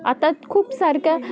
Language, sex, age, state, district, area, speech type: Marathi, female, 18-30, Maharashtra, Solapur, urban, spontaneous